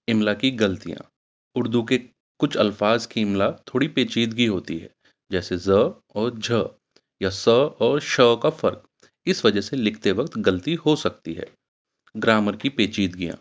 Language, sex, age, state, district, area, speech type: Urdu, male, 45-60, Uttar Pradesh, Ghaziabad, urban, spontaneous